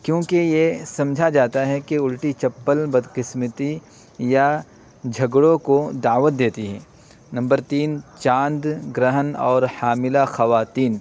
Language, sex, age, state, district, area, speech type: Urdu, male, 30-45, Uttar Pradesh, Muzaffarnagar, urban, spontaneous